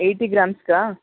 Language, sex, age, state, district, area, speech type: Kannada, female, 18-30, Karnataka, Hassan, urban, conversation